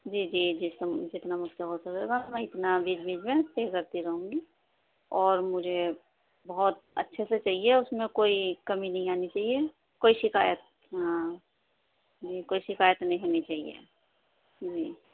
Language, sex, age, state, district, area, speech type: Urdu, female, 30-45, Uttar Pradesh, Ghaziabad, urban, conversation